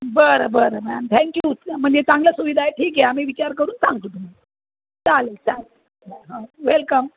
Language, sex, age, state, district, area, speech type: Marathi, female, 45-60, Maharashtra, Jalna, urban, conversation